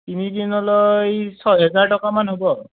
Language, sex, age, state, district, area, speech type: Assamese, male, 45-60, Assam, Morigaon, rural, conversation